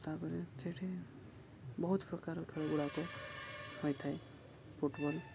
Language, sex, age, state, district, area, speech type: Odia, male, 18-30, Odisha, Koraput, urban, spontaneous